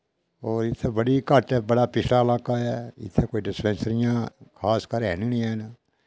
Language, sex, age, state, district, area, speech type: Dogri, male, 60+, Jammu and Kashmir, Udhampur, rural, spontaneous